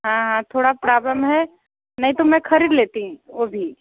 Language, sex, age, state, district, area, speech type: Hindi, female, 30-45, Uttar Pradesh, Bhadohi, urban, conversation